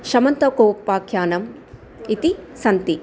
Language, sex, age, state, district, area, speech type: Sanskrit, female, 30-45, Andhra Pradesh, Chittoor, urban, spontaneous